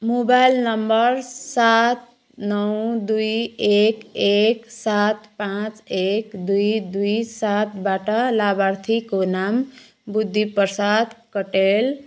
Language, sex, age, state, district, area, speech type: Nepali, female, 30-45, West Bengal, Jalpaiguri, rural, read